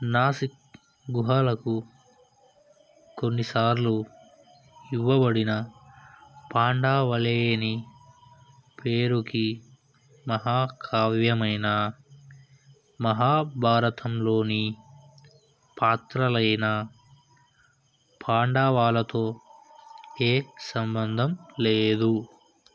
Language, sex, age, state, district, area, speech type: Telugu, male, 18-30, Telangana, Yadadri Bhuvanagiri, urban, read